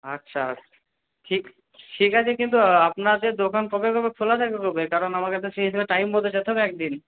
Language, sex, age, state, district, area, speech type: Bengali, male, 45-60, West Bengal, Purba Bardhaman, urban, conversation